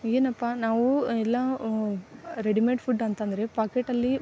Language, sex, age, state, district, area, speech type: Kannada, female, 18-30, Karnataka, Koppal, rural, spontaneous